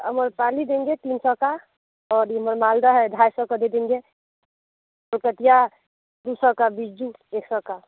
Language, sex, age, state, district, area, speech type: Hindi, female, 30-45, Bihar, Muzaffarpur, rural, conversation